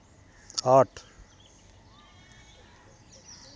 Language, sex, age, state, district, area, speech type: Hindi, male, 30-45, Madhya Pradesh, Hoshangabad, rural, read